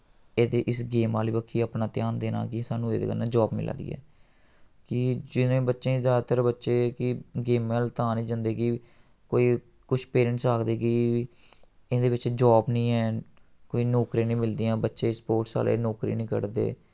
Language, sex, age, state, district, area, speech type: Dogri, male, 18-30, Jammu and Kashmir, Samba, rural, spontaneous